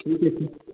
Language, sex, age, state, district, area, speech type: Hindi, male, 18-30, Madhya Pradesh, Ujjain, rural, conversation